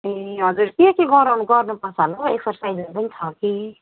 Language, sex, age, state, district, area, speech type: Nepali, female, 30-45, West Bengal, Kalimpong, rural, conversation